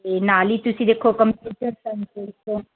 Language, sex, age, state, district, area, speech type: Punjabi, male, 45-60, Punjab, Patiala, urban, conversation